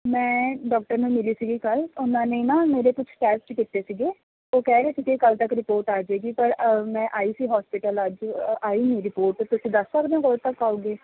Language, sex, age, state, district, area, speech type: Punjabi, female, 18-30, Punjab, Faridkot, urban, conversation